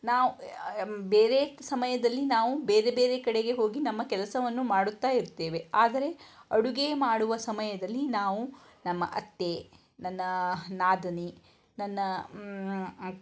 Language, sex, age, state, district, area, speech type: Kannada, female, 60+, Karnataka, Shimoga, rural, spontaneous